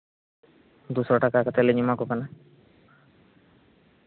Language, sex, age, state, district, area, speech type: Santali, male, 18-30, Jharkhand, Seraikela Kharsawan, rural, conversation